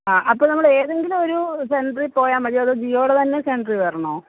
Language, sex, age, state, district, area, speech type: Malayalam, female, 30-45, Kerala, Malappuram, rural, conversation